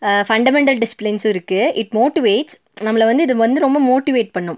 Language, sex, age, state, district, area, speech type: Tamil, female, 18-30, Tamil Nadu, Nilgiris, urban, spontaneous